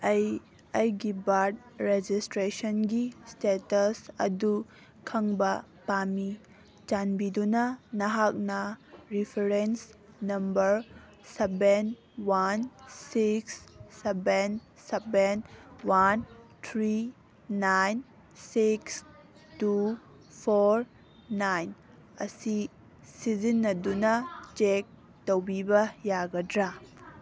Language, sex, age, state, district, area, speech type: Manipuri, female, 18-30, Manipur, Kangpokpi, urban, read